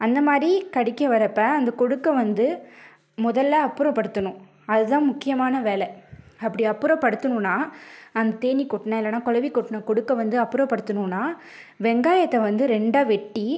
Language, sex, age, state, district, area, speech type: Tamil, female, 30-45, Tamil Nadu, Ariyalur, rural, spontaneous